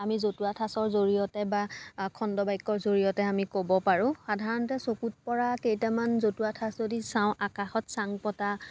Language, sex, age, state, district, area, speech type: Assamese, female, 18-30, Assam, Dibrugarh, rural, spontaneous